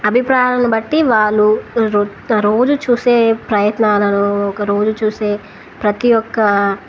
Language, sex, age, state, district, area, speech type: Telugu, female, 18-30, Telangana, Wanaparthy, urban, spontaneous